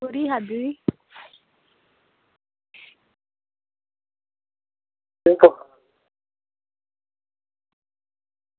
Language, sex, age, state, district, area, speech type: Dogri, female, 18-30, Jammu and Kashmir, Samba, rural, conversation